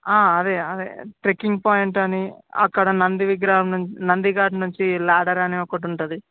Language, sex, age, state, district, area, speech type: Telugu, male, 18-30, Telangana, Vikarabad, urban, conversation